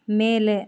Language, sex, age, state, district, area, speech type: Kannada, female, 30-45, Karnataka, Chitradurga, rural, read